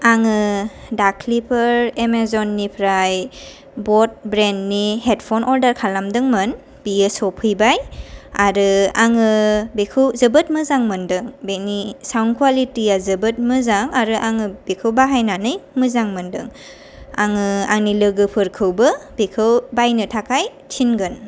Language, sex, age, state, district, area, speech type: Bodo, female, 18-30, Assam, Kokrajhar, rural, spontaneous